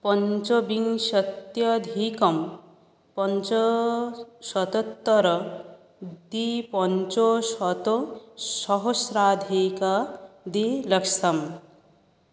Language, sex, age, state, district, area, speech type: Sanskrit, female, 18-30, West Bengal, South 24 Parganas, rural, spontaneous